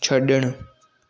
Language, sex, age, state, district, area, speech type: Sindhi, male, 18-30, Maharashtra, Thane, urban, read